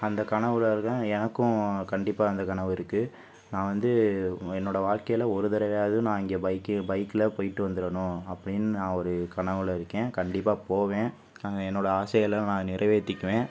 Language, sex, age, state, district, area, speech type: Tamil, male, 30-45, Tamil Nadu, Pudukkottai, rural, spontaneous